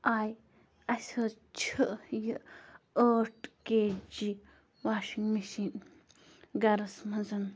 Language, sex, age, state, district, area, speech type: Kashmiri, female, 30-45, Jammu and Kashmir, Bandipora, rural, spontaneous